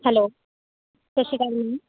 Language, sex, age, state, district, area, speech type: Punjabi, female, 18-30, Punjab, Pathankot, rural, conversation